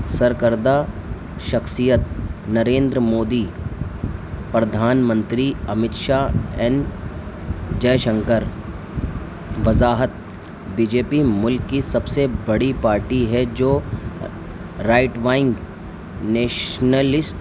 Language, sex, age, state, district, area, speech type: Urdu, male, 18-30, Delhi, New Delhi, urban, spontaneous